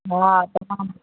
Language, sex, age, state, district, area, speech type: Sindhi, female, 60+, Gujarat, Surat, urban, conversation